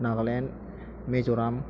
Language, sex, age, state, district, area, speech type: Bodo, male, 18-30, Assam, Chirang, urban, spontaneous